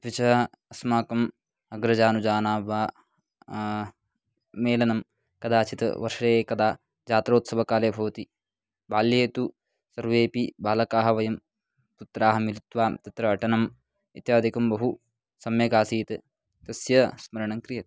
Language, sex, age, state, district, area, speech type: Sanskrit, male, 18-30, Karnataka, Chikkamagaluru, rural, spontaneous